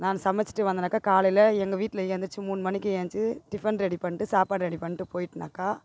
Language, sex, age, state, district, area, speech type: Tamil, female, 45-60, Tamil Nadu, Tiruvannamalai, rural, spontaneous